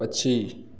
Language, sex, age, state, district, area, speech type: Hindi, male, 18-30, Uttar Pradesh, Bhadohi, urban, read